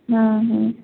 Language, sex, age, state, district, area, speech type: Odia, female, 60+, Odisha, Gajapati, rural, conversation